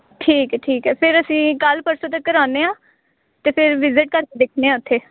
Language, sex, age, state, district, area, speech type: Punjabi, female, 18-30, Punjab, Gurdaspur, urban, conversation